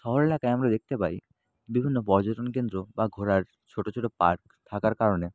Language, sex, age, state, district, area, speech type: Bengali, male, 18-30, West Bengal, South 24 Parganas, rural, spontaneous